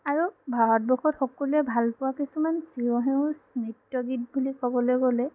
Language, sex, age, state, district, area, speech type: Assamese, female, 18-30, Assam, Sonitpur, rural, spontaneous